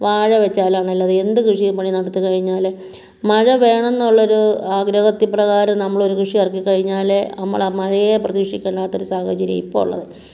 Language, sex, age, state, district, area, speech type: Malayalam, female, 45-60, Kerala, Kottayam, rural, spontaneous